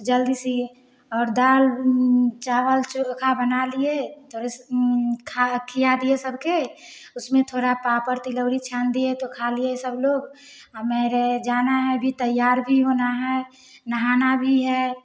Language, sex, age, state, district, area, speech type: Hindi, female, 18-30, Bihar, Samastipur, rural, spontaneous